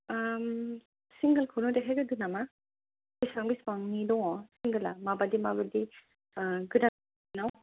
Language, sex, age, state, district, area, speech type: Bodo, female, 18-30, Assam, Kokrajhar, rural, conversation